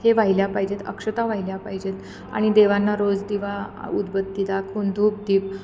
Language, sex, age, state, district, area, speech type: Marathi, female, 30-45, Maharashtra, Kolhapur, urban, spontaneous